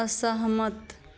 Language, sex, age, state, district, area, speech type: Hindi, female, 45-60, Bihar, Madhepura, rural, read